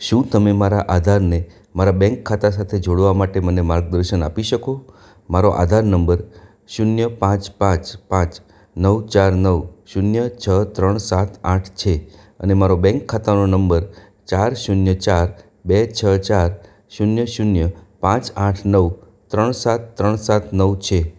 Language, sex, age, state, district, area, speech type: Gujarati, male, 45-60, Gujarat, Anand, urban, read